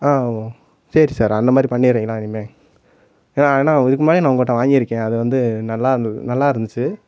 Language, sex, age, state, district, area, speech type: Tamil, male, 18-30, Tamil Nadu, Madurai, urban, spontaneous